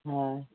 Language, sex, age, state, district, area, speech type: Bengali, male, 18-30, West Bengal, Uttar Dinajpur, urban, conversation